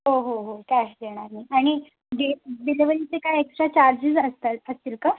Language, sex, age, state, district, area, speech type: Marathi, female, 18-30, Maharashtra, Thane, urban, conversation